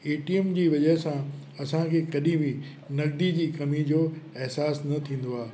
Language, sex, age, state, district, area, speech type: Sindhi, male, 60+, Uttar Pradesh, Lucknow, urban, spontaneous